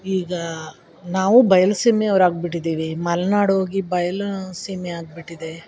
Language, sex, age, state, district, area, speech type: Kannada, female, 45-60, Karnataka, Chikkamagaluru, rural, spontaneous